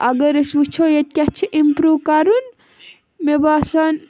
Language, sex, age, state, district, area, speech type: Kashmiri, female, 18-30, Jammu and Kashmir, Baramulla, rural, spontaneous